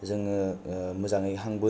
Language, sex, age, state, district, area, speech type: Bodo, male, 18-30, Assam, Kokrajhar, rural, spontaneous